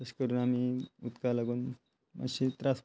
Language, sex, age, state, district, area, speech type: Goan Konkani, male, 30-45, Goa, Quepem, rural, spontaneous